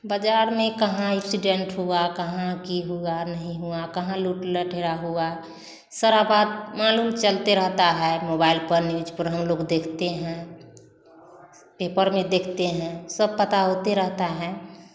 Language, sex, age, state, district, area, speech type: Hindi, female, 30-45, Bihar, Samastipur, rural, spontaneous